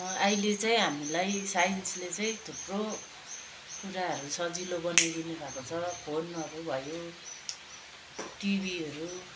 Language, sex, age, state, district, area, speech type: Nepali, female, 45-60, West Bengal, Kalimpong, rural, spontaneous